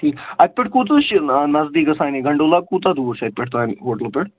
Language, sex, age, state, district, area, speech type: Kashmiri, male, 18-30, Jammu and Kashmir, Baramulla, rural, conversation